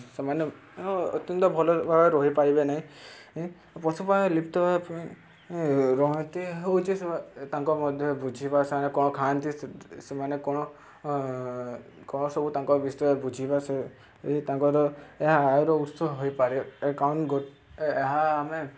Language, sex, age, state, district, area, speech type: Odia, male, 18-30, Odisha, Subarnapur, urban, spontaneous